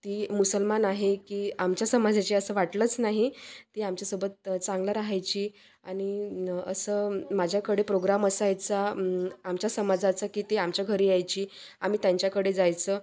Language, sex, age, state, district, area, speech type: Marathi, female, 30-45, Maharashtra, Wardha, rural, spontaneous